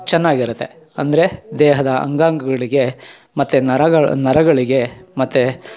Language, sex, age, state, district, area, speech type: Kannada, male, 45-60, Karnataka, Chikkamagaluru, rural, spontaneous